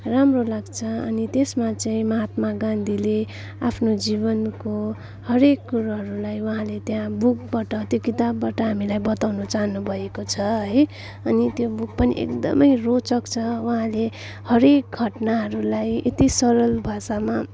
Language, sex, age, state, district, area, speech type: Nepali, female, 30-45, West Bengal, Darjeeling, rural, spontaneous